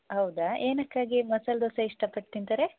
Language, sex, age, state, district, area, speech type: Kannada, female, 18-30, Karnataka, Shimoga, rural, conversation